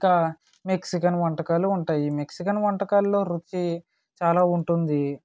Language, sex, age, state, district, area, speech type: Telugu, male, 18-30, Andhra Pradesh, Eluru, rural, spontaneous